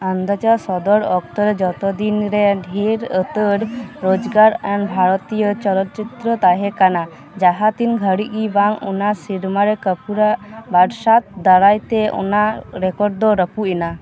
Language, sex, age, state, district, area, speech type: Santali, female, 18-30, West Bengal, Birbhum, rural, read